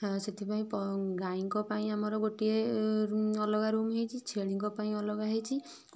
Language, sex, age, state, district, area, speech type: Odia, female, 45-60, Odisha, Kendujhar, urban, spontaneous